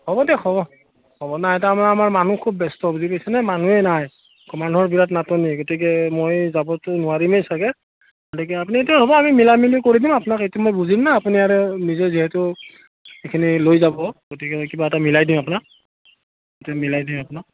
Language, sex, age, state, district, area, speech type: Assamese, male, 45-60, Assam, Udalguri, rural, conversation